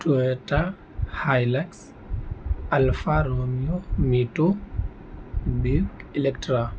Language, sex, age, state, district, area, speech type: Urdu, male, 18-30, Delhi, North East Delhi, rural, spontaneous